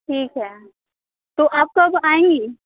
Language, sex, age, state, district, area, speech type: Hindi, female, 30-45, Uttar Pradesh, Mirzapur, rural, conversation